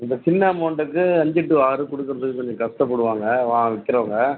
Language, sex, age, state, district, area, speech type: Tamil, male, 45-60, Tamil Nadu, Viluppuram, rural, conversation